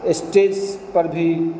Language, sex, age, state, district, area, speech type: Hindi, male, 60+, Bihar, Begusarai, rural, spontaneous